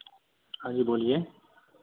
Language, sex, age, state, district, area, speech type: Hindi, male, 18-30, Bihar, Begusarai, rural, conversation